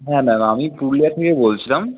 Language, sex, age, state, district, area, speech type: Bengali, male, 60+, West Bengal, Purulia, urban, conversation